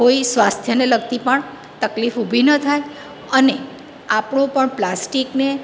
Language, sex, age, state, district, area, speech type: Gujarati, female, 45-60, Gujarat, Surat, urban, spontaneous